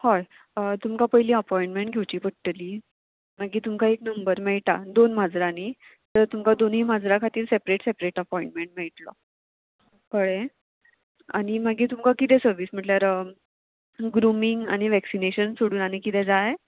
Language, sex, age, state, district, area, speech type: Goan Konkani, female, 18-30, Goa, Murmgao, urban, conversation